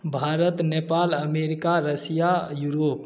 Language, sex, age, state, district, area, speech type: Maithili, male, 30-45, Bihar, Saharsa, rural, spontaneous